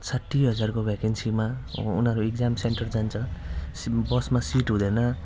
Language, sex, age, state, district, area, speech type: Nepali, male, 30-45, West Bengal, Jalpaiguri, rural, spontaneous